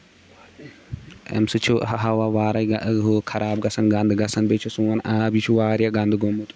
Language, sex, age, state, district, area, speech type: Kashmiri, male, 18-30, Jammu and Kashmir, Shopian, rural, spontaneous